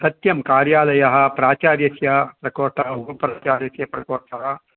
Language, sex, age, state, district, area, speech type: Sanskrit, male, 60+, Karnataka, Bangalore Urban, urban, conversation